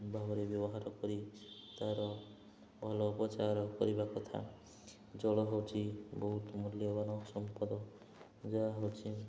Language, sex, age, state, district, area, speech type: Odia, male, 18-30, Odisha, Subarnapur, urban, spontaneous